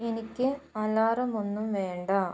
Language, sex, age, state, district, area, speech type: Malayalam, female, 18-30, Kerala, Wayanad, rural, read